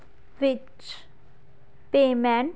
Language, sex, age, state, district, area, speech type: Punjabi, female, 18-30, Punjab, Fazilka, rural, read